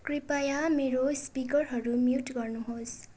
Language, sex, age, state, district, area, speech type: Nepali, female, 18-30, West Bengal, Darjeeling, rural, read